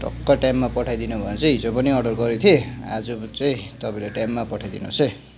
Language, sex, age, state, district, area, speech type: Nepali, male, 30-45, West Bengal, Kalimpong, rural, spontaneous